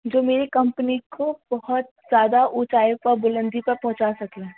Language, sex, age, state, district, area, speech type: Urdu, female, 18-30, Delhi, North West Delhi, urban, conversation